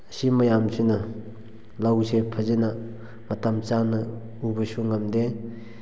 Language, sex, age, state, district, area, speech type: Manipuri, male, 18-30, Manipur, Kakching, rural, spontaneous